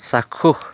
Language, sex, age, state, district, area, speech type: Assamese, male, 45-60, Assam, Kamrup Metropolitan, urban, read